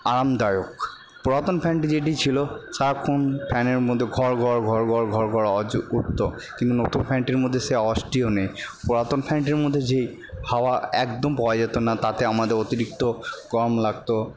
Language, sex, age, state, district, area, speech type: Bengali, male, 18-30, West Bengal, Purba Bardhaman, urban, spontaneous